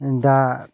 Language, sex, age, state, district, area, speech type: Bodo, male, 30-45, Assam, Kokrajhar, rural, spontaneous